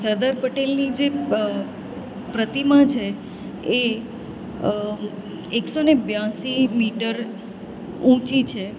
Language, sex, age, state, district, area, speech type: Gujarati, female, 30-45, Gujarat, Valsad, rural, spontaneous